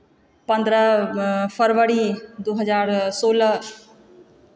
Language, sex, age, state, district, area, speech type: Maithili, female, 30-45, Bihar, Supaul, urban, spontaneous